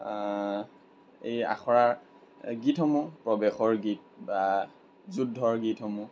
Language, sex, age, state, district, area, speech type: Assamese, male, 18-30, Assam, Lakhimpur, rural, spontaneous